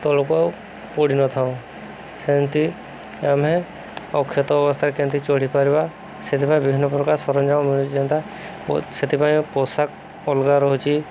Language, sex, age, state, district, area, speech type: Odia, male, 30-45, Odisha, Subarnapur, urban, spontaneous